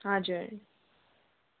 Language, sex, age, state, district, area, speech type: Nepali, female, 30-45, West Bengal, Darjeeling, rural, conversation